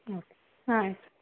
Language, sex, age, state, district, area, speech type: Kannada, female, 18-30, Karnataka, Vijayanagara, rural, conversation